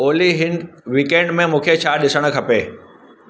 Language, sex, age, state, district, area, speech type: Sindhi, male, 45-60, Maharashtra, Mumbai Suburban, urban, read